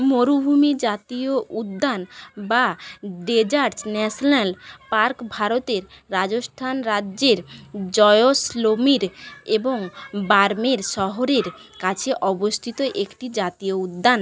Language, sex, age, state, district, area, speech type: Bengali, female, 45-60, West Bengal, Jhargram, rural, read